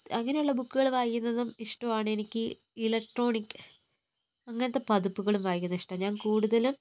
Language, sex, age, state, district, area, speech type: Malayalam, female, 30-45, Kerala, Wayanad, rural, spontaneous